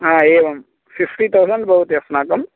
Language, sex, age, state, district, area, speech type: Sanskrit, male, 18-30, Karnataka, Bagalkot, rural, conversation